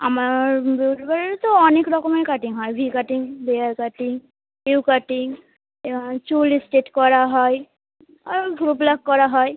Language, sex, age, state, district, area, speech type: Bengali, female, 18-30, West Bengal, Hooghly, urban, conversation